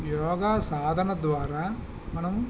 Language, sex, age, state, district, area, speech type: Telugu, male, 45-60, Andhra Pradesh, Visakhapatnam, urban, spontaneous